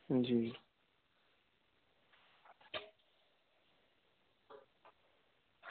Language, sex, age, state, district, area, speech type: Dogri, male, 18-30, Jammu and Kashmir, Udhampur, rural, conversation